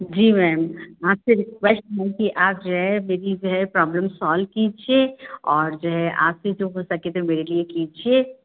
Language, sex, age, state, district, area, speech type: Hindi, female, 45-60, Uttar Pradesh, Sitapur, rural, conversation